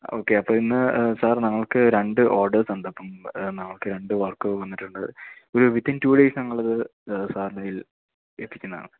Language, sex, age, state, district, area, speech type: Malayalam, male, 18-30, Kerala, Idukki, rural, conversation